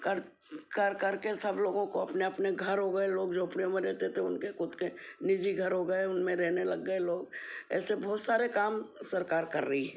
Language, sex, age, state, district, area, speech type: Hindi, female, 60+, Madhya Pradesh, Ujjain, urban, spontaneous